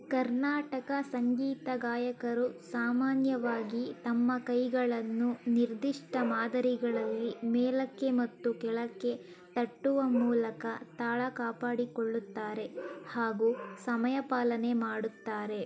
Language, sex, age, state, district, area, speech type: Kannada, female, 45-60, Karnataka, Chikkaballapur, rural, read